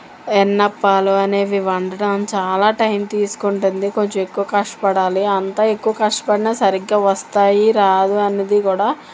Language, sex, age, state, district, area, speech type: Telugu, female, 45-60, Telangana, Mancherial, rural, spontaneous